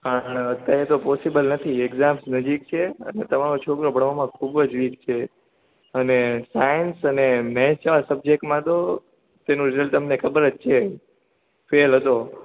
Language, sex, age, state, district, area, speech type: Gujarati, male, 18-30, Gujarat, Ahmedabad, urban, conversation